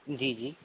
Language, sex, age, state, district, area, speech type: Hindi, male, 18-30, Madhya Pradesh, Narsinghpur, rural, conversation